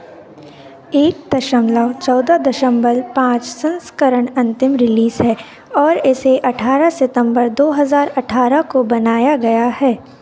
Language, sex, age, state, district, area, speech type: Hindi, female, 18-30, Madhya Pradesh, Narsinghpur, rural, read